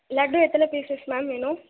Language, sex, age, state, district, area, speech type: Tamil, female, 18-30, Tamil Nadu, Thanjavur, urban, conversation